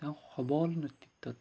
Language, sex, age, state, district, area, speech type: Assamese, male, 30-45, Assam, Jorhat, urban, spontaneous